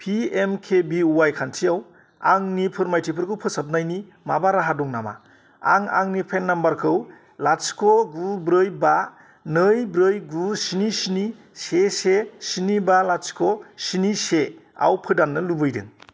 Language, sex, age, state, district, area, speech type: Bodo, male, 30-45, Assam, Kokrajhar, rural, read